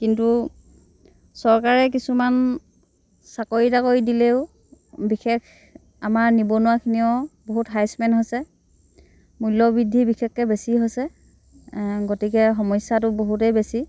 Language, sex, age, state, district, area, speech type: Assamese, female, 60+, Assam, Dhemaji, rural, spontaneous